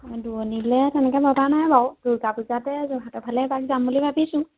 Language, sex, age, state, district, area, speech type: Assamese, female, 18-30, Assam, Majuli, urban, conversation